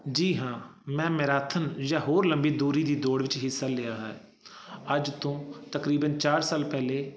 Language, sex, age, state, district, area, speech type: Punjabi, male, 30-45, Punjab, Fazilka, urban, spontaneous